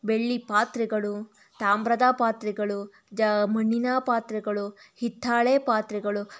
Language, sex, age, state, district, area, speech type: Kannada, female, 30-45, Karnataka, Tumkur, rural, spontaneous